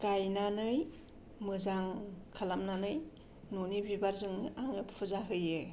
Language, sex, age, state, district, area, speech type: Bodo, female, 45-60, Assam, Kokrajhar, rural, spontaneous